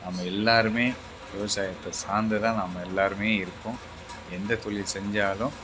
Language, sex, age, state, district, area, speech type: Tamil, male, 60+, Tamil Nadu, Tiruvarur, rural, spontaneous